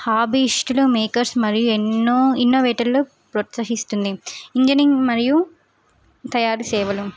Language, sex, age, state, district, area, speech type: Telugu, female, 18-30, Telangana, Suryapet, urban, spontaneous